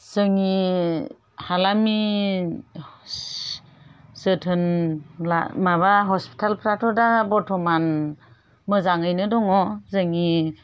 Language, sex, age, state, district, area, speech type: Bodo, female, 60+, Assam, Chirang, rural, spontaneous